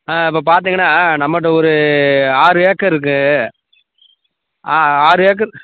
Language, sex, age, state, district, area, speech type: Tamil, male, 45-60, Tamil Nadu, Theni, rural, conversation